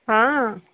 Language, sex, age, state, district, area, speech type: Odia, female, 45-60, Odisha, Sundergarh, rural, conversation